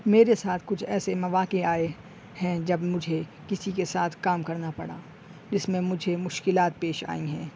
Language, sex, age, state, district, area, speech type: Urdu, male, 18-30, Uttar Pradesh, Shahjahanpur, urban, spontaneous